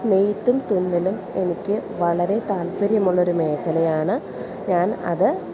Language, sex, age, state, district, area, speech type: Malayalam, female, 30-45, Kerala, Alappuzha, urban, spontaneous